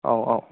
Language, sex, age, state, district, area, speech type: Bodo, male, 30-45, Assam, Kokrajhar, rural, conversation